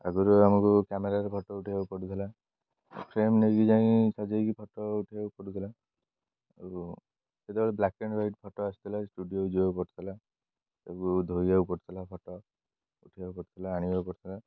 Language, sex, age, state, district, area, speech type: Odia, male, 18-30, Odisha, Jagatsinghpur, rural, spontaneous